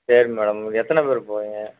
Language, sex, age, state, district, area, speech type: Tamil, male, 30-45, Tamil Nadu, Madurai, urban, conversation